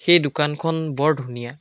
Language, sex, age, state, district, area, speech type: Assamese, male, 18-30, Assam, Biswanath, rural, spontaneous